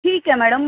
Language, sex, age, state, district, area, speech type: Marathi, female, 45-60, Maharashtra, Thane, rural, conversation